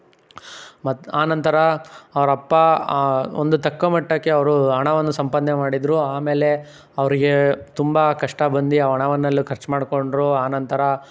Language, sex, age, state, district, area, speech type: Kannada, male, 30-45, Karnataka, Tumkur, rural, spontaneous